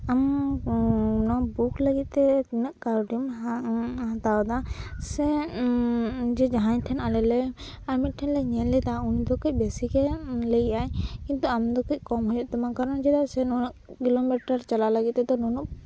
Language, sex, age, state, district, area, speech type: Santali, female, 18-30, West Bengal, Jhargram, rural, spontaneous